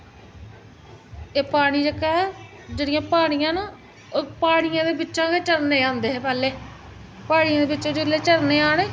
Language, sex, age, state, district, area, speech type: Dogri, female, 30-45, Jammu and Kashmir, Jammu, urban, spontaneous